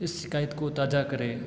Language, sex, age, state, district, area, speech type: Hindi, male, 18-30, Rajasthan, Jodhpur, urban, read